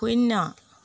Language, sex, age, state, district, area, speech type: Assamese, female, 30-45, Assam, Jorhat, urban, read